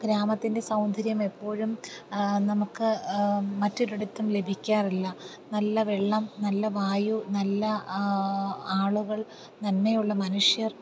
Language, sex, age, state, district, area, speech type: Malayalam, female, 30-45, Kerala, Thiruvananthapuram, rural, spontaneous